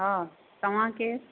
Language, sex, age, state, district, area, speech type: Sindhi, female, 45-60, Rajasthan, Ajmer, rural, conversation